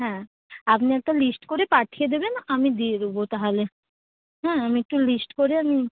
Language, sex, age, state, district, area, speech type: Bengali, female, 30-45, West Bengal, Hooghly, urban, conversation